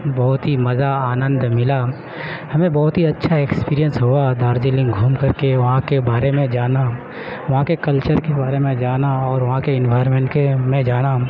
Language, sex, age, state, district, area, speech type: Urdu, male, 30-45, Uttar Pradesh, Gautam Buddha Nagar, urban, spontaneous